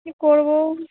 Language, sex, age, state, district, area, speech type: Bengali, female, 18-30, West Bengal, Cooch Behar, rural, conversation